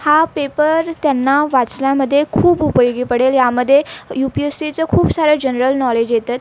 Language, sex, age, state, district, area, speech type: Marathi, female, 18-30, Maharashtra, Nagpur, urban, spontaneous